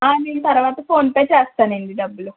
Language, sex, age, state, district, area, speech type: Telugu, female, 60+, Andhra Pradesh, East Godavari, rural, conversation